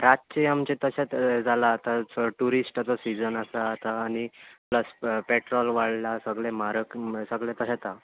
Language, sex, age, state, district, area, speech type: Goan Konkani, male, 18-30, Goa, Bardez, urban, conversation